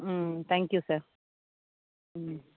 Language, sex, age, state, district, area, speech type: Tamil, female, 30-45, Tamil Nadu, Tiruvarur, rural, conversation